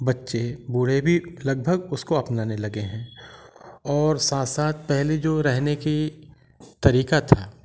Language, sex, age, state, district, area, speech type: Hindi, male, 45-60, Madhya Pradesh, Jabalpur, urban, spontaneous